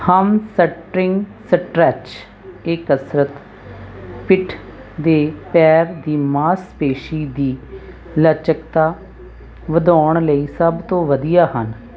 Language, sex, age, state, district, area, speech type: Punjabi, female, 45-60, Punjab, Hoshiarpur, urban, spontaneous